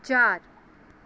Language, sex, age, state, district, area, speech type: Punjabi, female, 30-45, Punjab, Mohali, urban, read